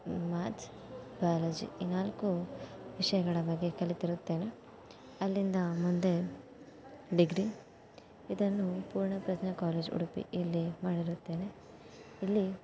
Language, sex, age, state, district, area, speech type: Kannada, female, 18-30, Karnataka, Dakshina Kannada, rural, spontaneous